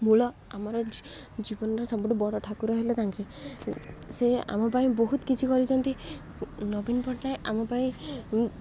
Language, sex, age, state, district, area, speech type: Odia, female, 18-30, Odisha, Ganjam, urban, spontaneous